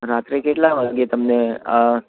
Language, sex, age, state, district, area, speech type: Gujarati, male, 18-30, Gujarat, Ahmedabad, urban, conversation